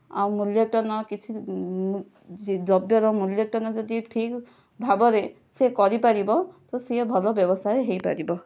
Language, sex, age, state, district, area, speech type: Odia, female, 18-30, Odisha, Kandhamal, rural, spontaneous